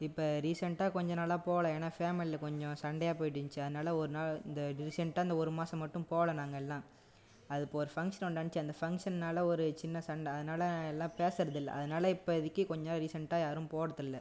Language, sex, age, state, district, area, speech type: Tamil, male, 18-30, Tamil Nadu, Cuddalore, rural, spontaneous